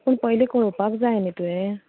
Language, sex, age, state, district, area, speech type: Goan Konkani, female, 18-30, Goa, Canacona, rural, conversation